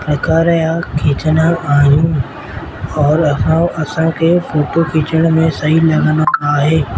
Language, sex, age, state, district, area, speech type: Sindhi, male, 18-30, Madhya Pradesh, Katni, rural, spontaneous